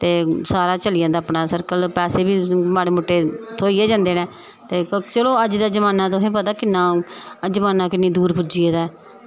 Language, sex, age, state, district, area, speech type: Dogri, female, 45-60, Jammu and Kashmir, Samba, rural, spontaneous